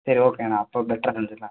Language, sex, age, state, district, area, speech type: Tamil, male, 18-30, Tamil Nadu, Sivaganga, rural, conversation